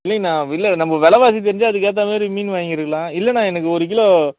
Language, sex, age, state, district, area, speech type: Tamil, male, 30-45, Tamil Nadu, Chengalpattu, rural, conversation